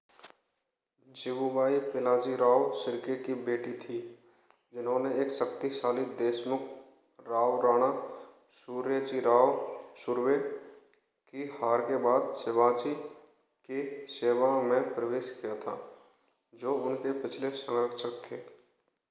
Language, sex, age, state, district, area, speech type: Hindi, male, 18-30, Rajasthan, Bharatpur, rural, read